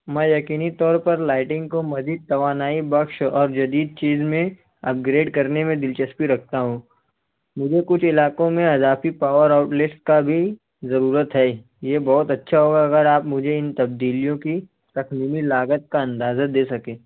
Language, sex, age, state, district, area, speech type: Urdu, male, 60+, Maharashtra, Nashik, urban, conversation